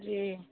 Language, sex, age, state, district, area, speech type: Hindi, female, 45-60, Bihar, Samastipur, rural, conversation